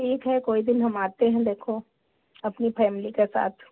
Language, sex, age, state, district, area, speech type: Hindi, female, 45-60, Uttar Pradesh, Hardoi, rural, conversation